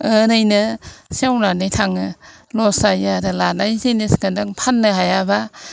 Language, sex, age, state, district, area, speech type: Bodo, female, 60+, Assam, Chirang, rural, spontaneous